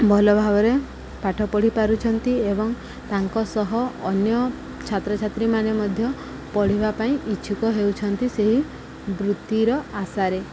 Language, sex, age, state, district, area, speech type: Odia, female, 30-45, Odisha, Subarnapur, urban, spontaneous